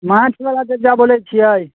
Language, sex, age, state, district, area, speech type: Maithili, male, 18-30, Bihar, Muzaffarpur, rural, conversation